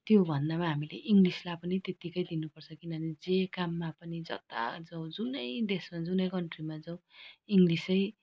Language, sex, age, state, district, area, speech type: Nepali, female, 30-45, West Bengal, Darjeeling, rural, spontaneous